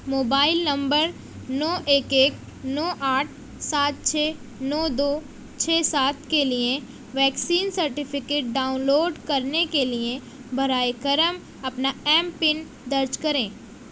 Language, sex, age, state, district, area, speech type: Urdu, female, 18-30, Uttar Pradesh, Gautam Buddha Nagar, rural, read